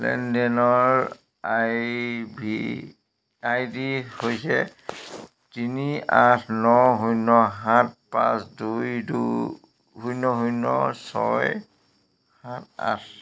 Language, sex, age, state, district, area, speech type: Assamese, male, 45-60, Assam, Dhemaji, rural, read